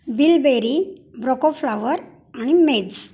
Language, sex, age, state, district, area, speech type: Marathi, female, 45-60, Maharashtra, Kolhapur, urban, spontaneous